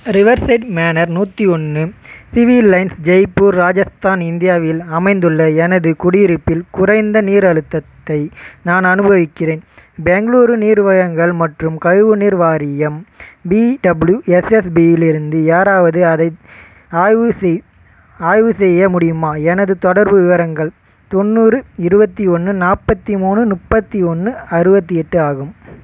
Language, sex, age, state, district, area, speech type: Tamil, male, 18-30, Tamil Nadu, Chengalpattu, rural, read